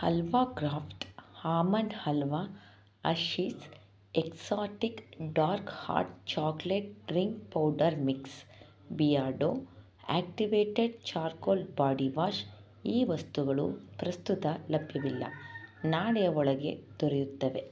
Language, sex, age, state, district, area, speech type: Kannada, female, 30-45, Karnataka, Chamarajanagar, rural, read